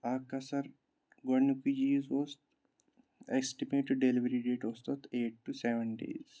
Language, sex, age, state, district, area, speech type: Kashmiri, male, 18-30, Jammu and Kashmir, Pulwama, urban, spontaneous